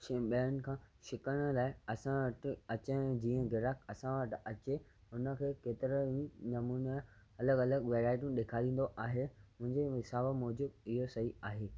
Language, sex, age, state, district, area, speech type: Sindhi, male, 18-30, Maharashtra, Thane, urban, spontaneous